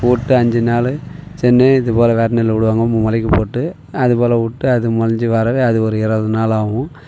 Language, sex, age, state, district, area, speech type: Tamil, male, 45-60, Tamil Nadu, Tiruvannamalai, rural, spontaneous